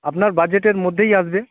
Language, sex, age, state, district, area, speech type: Bengali, male, 45-60, West Bengal, North 24 Parganas, urban, conversation